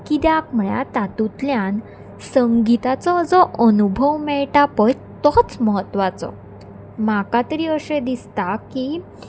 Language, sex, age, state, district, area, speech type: Goan Konkani, female, 18-30, Goa, Salcete, rural, spontaneous